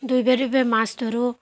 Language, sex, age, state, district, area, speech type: Assamese, female, 30-45, Assam, Barpeta, rural, spontaneous